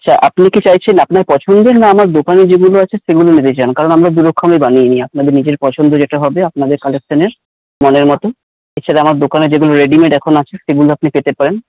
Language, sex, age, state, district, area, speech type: Bengali, male, 30-45, West Bengal, Paschim Bardhaman, urban, conversation